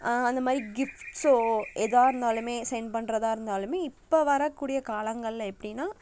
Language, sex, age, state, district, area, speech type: Tamil, female, 18-30, Tamil Nadu, Nagapattinam, rural, spontaneous